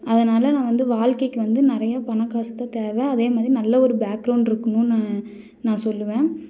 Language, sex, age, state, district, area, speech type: Tamil, female, 30-45, Tamil Nadu, Nilgiris, urban, spontaneous